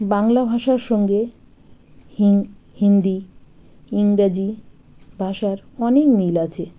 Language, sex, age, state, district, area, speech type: Bengali, female, 30-45, West Bengal, Birbhum, urban, spontaneous